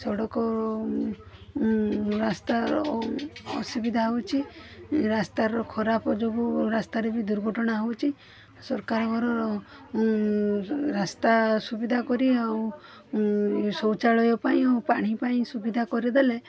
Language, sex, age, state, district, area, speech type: Odia, female, 45-60, Odisha, Balasore, rural, spontaneous